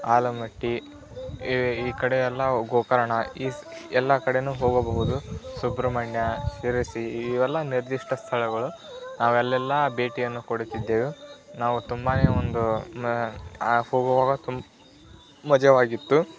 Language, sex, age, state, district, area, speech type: Kannada, male, 18-30, Karnataka, Tumkur, rural, spontaneous